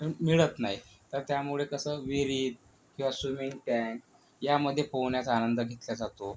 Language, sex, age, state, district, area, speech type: Marathi, male, 45-60, Maharashtra, Yavatmal, rural, spontaneous